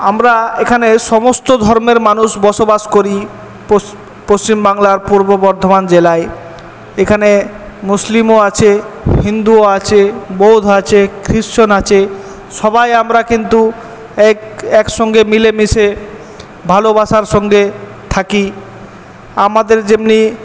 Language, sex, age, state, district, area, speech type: Bengali, male, 18-30, West Bengal, Purba Bardhaman, urban, spontaneous